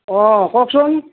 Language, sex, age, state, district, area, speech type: Assamese, male, 60+, Assam, Tinsukia, rural, conversation